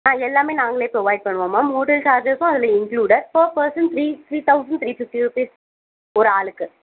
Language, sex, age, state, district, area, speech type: Tamil, female, 45-60, Tamil Nadu, Tiruvallur, urban, conversation